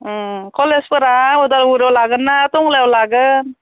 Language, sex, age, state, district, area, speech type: Bodo, female, 30-45, Assam, Udalguri, urban, conversation